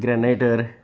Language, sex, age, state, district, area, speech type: Goan Konkani, male, 60+, Goa, Salcete, rural, spontaneous